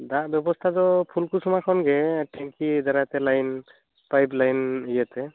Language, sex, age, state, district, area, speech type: Santali, male, 18-30, West Bengal, Bankura, rural, conversation